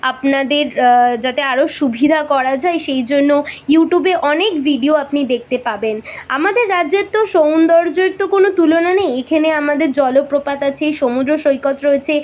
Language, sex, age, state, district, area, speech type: Bengali, female, 18-30, West Bengal, Kolkata, urban, spontaneous